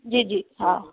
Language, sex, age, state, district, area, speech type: Sindhi, female, 45-60, Gujarat, Junagadh, rural, conversation